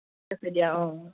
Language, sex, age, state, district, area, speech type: Assamese, female, 18-30, Assam, Charaideo, urban, conversation